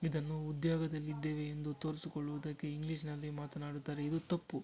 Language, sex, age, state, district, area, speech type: Kannada, male, 60+, Karnataka, Kolar, rural, spontaneous